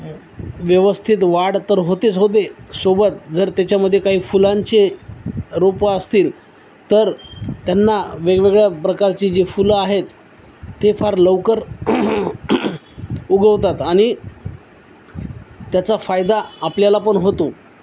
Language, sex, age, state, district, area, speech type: Marathi, male, 30-45, Maharashtra, Nanded, urban, spontaneous